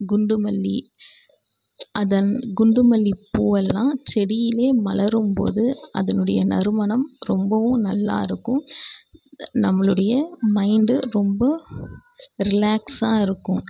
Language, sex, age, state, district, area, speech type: Tamil, female, 18-30, Tamil Nadu, Krishnagiri, rural, spontaneous